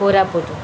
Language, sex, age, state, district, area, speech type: Odia, female, 45-60, Odisha, Sundergarh, urban, spontaneous